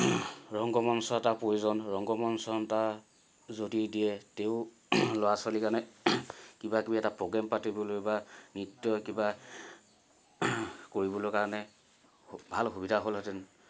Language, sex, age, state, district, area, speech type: Assamese, male, 30-45, Assam, Sivasagar, rural, spontaneous